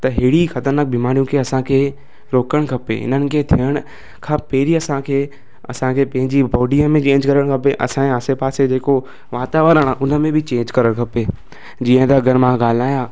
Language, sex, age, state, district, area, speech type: Sindhi, male, 18-30, Gujarat, Surat, urban, spontaneous